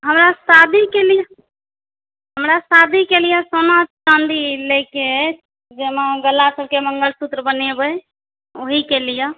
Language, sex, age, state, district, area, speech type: Maithili, female, 18-30, Bihar, Supaul, rural, conversation